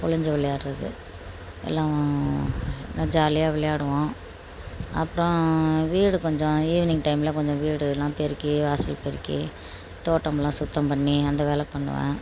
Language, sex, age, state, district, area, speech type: Tamil, female, 45-60, Tamil Nadu, Tiruchirappalli, rural, spontaneous